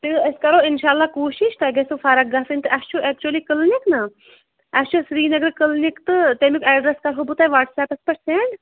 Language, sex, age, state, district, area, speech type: Kashmiri, female, 30-45, Jammu and Kashmir, Shopian, urban, conversation